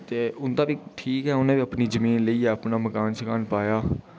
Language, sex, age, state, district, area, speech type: Dogri, male, 18-30, Jammu and Kashmir, Udhampur, rural, spontaneous